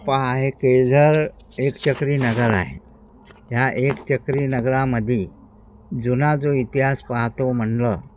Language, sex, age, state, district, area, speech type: Marathi, male, 60+, Maharashtra, Wardha, rural, spontaneous